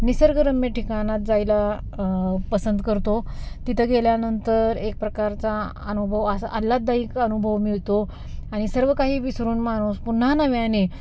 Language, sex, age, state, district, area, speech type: Marathi, female, 30-45, Maharashtra, Satara, rural, spontaneous